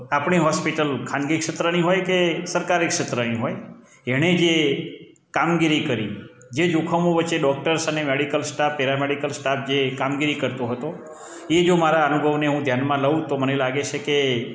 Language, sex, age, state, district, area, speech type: Gujarati, male, 45-60, Gujarat, Amreli, rural, spontaneous